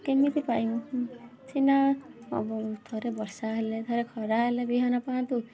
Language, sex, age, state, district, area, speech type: Odia, female, 30-45, Odisha, Kendujhar, urban, spontaneous